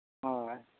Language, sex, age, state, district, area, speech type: Santali, male, 30-45, Jharkhand, East Singhbhum, rural, conversation